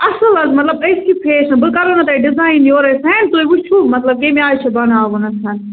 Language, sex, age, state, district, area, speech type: Kashmiri, female, 18-30, Jammu and Kashmir, Budgam, rural, conversation